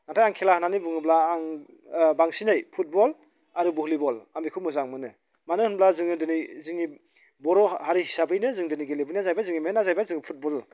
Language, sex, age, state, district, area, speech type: Bodo, male, 45-60, Assam, Chirang, rural, spontaneous